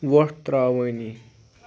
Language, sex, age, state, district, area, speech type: Kashmiri, male, 18-30, Jammu and Kashmir, Budgam, rural, read